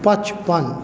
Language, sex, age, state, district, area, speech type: Maithili, male, 45-60, Bihar, Madhubani, urban, spontaneous